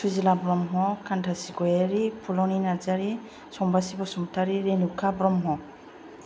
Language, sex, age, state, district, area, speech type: Bodo, female, 30-45, Assam, Kokrajhar, rural, spontaneous